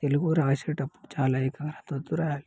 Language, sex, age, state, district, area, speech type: Telugu, male, 18-30, Telangana, Nalgonda, urban, spontaneous